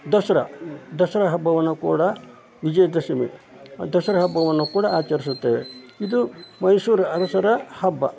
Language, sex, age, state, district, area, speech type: Kannada, male, 60+, Karnataka, Koppal, rural, spontaneous